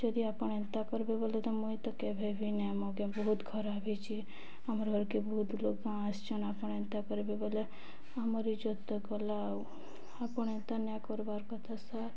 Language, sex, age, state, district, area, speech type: Odia, female, 18-30, Odisha, Balangir, urban, spontaneous